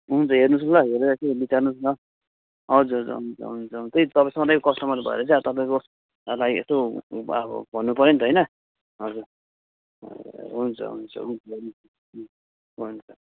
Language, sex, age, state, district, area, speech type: Nepali, male, 30-45, West Bengal, Kalimpong, rural, conversation